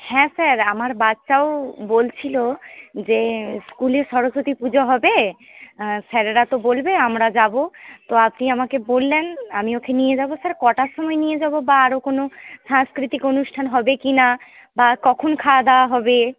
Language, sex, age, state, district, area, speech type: Bengali, female, 18-30, West Bengal, Paschim Medinipur, rural, conversation